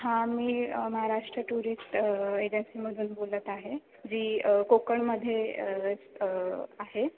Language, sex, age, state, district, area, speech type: Marathi, female, 18-30, Maharashtra, Ratnagiri, rural, conversation